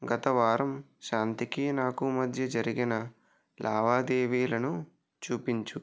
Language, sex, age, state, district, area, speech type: Telugu, male, 60+, Andhra Pradesh, West Godavari, rural, read